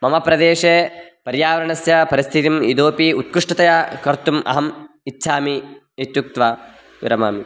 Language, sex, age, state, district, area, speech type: Sanskrit, male, 18-30, Karnataka, Raichur, rural, spontaneous